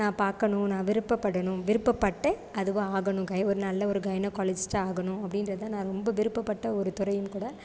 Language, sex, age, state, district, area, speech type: Tamil, female, 30-45, Tamil Nadu, Sivaganga, rural, spontaneous